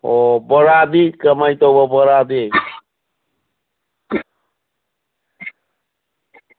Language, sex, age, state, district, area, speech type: Manipuri, male, 45-60, Manipur, Churachandpur, urban, conversation